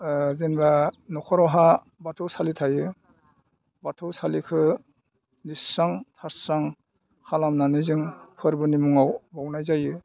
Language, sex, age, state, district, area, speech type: Bodo, male, 60+, Assam, Udalguri, rural, spontaneous